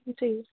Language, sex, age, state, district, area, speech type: Sindhi, female, 18-30, Uttar Pradesh, Lucknow, urban, conversation